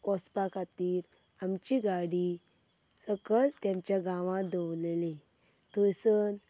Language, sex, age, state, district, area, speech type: Goan Konkani, female, 18-30, Goa, Quepem, rural, spontaneous